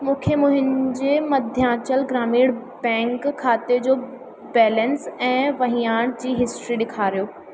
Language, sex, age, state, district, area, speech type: Sindhi, female, 18-30, Madhya Pradesh, Katni, urban, read